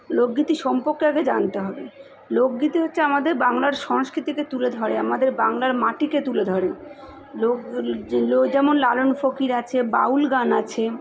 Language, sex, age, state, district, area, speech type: Bengali, female, 30-45, West Bengal, South 24 Parganas, urban, spontaneous